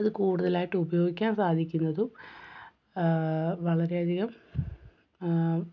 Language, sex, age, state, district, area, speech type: Malayalam, female, 18-30, Kerala, Kozhikode, rural, spontaneous